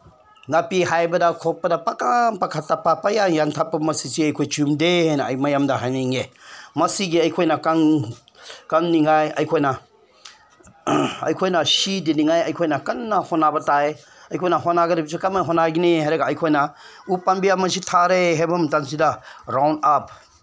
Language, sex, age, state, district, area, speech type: Manipuri, male, 60+, Manipur, Senapati, urban, spontaneous